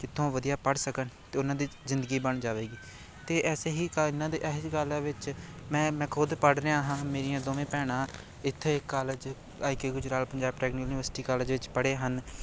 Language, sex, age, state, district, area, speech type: Punjabi, male, 18-30, Punjab, Amritsar, urban, spontaneous